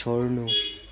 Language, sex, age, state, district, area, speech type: Nepali, male, 18-30, West Bengal, Darjeeling, rural, read